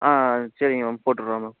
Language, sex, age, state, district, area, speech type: Tamil, male, 18-30, Tamil Nadu, Ariyalur, rural, conversation